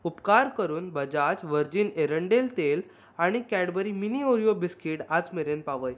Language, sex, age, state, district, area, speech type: Goan Konkani, male, 18-30, Goa, Bardez, urban, read